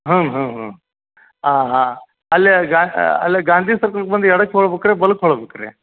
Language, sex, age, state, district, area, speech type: Kannada, male, 45-60, Karnataka, Gadag, rural, conversation